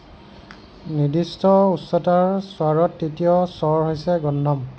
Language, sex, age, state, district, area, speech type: Assamese, male, 45-60, Assam, Nagaon, rural, read